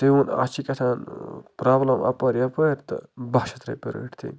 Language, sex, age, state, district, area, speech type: Kashmiri, male, 45-60, Jammu and Kashmir, Baramulla, rural, spontaneous